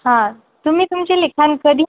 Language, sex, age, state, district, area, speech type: Marathi, female, 18-30, Maharashtra, Ahmednagar, rural, conversation